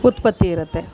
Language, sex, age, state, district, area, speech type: Kannada, female, 45-60, Karnataka, Mysore, urban, spontaneous